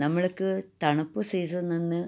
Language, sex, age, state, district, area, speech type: Malayalam, female, 60+, Kerala, Kasaragod, rural, spontaneous